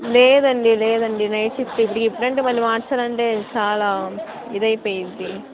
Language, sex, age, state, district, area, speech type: Telugu, female, 18-30, Andhra Pradesh, N T Rama Rao, urban, conversation